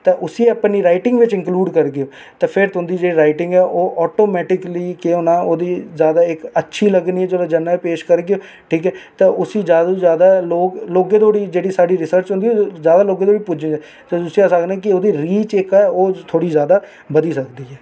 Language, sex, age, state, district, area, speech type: Dogri, male, 18-30, Jammu and Kashmir, Reasi, urban, spontaneous